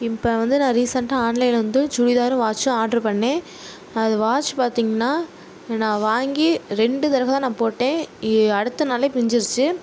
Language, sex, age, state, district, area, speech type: Tamil, female, 18-30, Tamil Nadu, Tiruchirappalli, rural, spontaneous